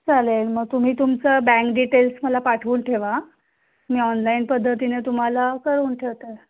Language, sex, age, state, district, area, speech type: Marathi, female, 30-45, Maharashtra, Kolhapur, urban, conversation